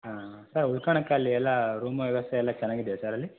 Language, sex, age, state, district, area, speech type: Kannada, male, 18-30, Karnataka, Chitradurga, rural, conversation